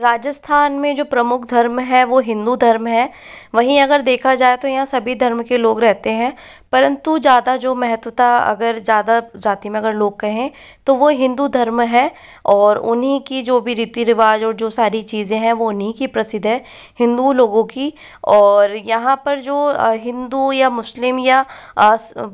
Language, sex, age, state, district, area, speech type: Hindi, male, 18-30, Rajasthan, Jaipur, urban, spontaneous